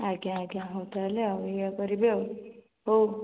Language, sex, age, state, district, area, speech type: Odia, female, 30-45, Odisha, Jajpur, rural, conversation